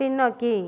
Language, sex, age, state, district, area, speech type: Tamil, female, 18-30, Tamil Nadu, Ariyalur, rural, read